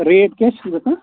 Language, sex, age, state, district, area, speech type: Kashmiri, male, 30-45, Jammu and Kashmir, Budgam, rural, conversation